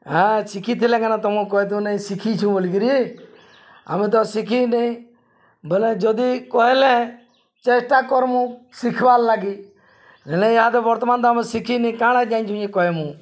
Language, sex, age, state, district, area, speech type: Odia, male, 45-60, Odisha, Balangir, urban, spontaneous